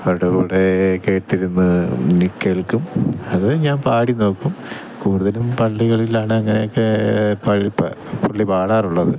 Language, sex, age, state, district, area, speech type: Malayalam, male, 30-45, Kerala, Thiruvananthapuram, rural, spontaneous